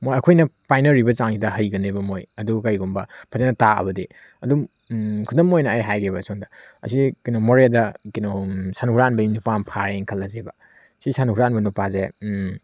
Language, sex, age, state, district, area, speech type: Manipuri, male, 30-45, Manipur, Tengnoupal, urban, spontaneous